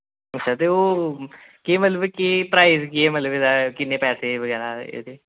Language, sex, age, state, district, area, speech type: Dogri, male, 30-45, Jammu and Kashmir, Samba, rural, conversation